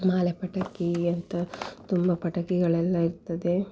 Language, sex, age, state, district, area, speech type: Kannada, female, 18-30, Karnataka, Dakshina Kannada, rural, spontaneous